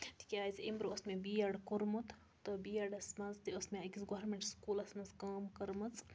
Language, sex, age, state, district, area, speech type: Kashmiri, female, 30-45, Jammu and Kashmir, Budgam, rural, spontaneous